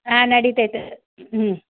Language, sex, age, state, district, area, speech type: Kannada, female, 60+, Karnataka, Belgaum, rural, conversation